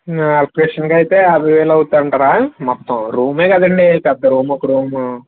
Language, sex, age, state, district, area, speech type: Telugu, male, 30-45, Andhra Pradesh, East Godavari, rural, conversation